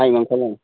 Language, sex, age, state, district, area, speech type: Assamese, male, 18-30, Assam, Darrang, rural, conversation